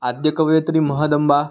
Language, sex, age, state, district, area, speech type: Marathi, male, 18-30, Maharashtra, Raigad, rural, spontaneous